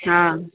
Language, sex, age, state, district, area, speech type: Sindhi, female, 45-60, Maharashtra, Thane, urban, conversation